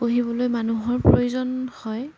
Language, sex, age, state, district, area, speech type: Assamese, female, 18-30, Assam, Jorhat, urban, spontaneous